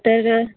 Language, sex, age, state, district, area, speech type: Marathi, female, 18-30, Maharashtra, Nagpur, urban, conversation